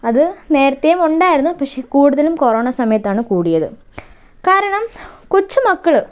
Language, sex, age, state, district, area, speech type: Malayalam, female, 18-30, Kerala, Thiruvananthapuram, rural, spontaneous